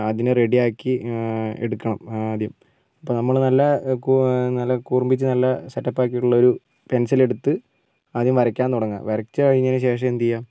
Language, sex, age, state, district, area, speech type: Malayalam, male, 45-60, Kerala, Wayanad, rural, spontaneous